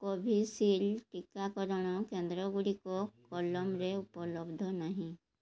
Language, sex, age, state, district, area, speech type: Odia, female, 30-45, Odisha, Mayurbhanj, rural, read